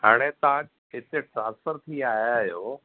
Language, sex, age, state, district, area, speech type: Sindhi, male, 45-60, Maharashtra, Thane, urban, conversation